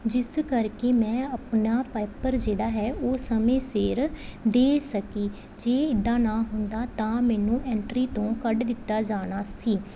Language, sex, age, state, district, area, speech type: Punjabi, female, 18-30, Punjab, Pathankot, rural, spontaneous